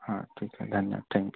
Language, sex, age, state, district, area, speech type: Marathi, male, 18-30, Maharashtra, Amravati, urban, conversation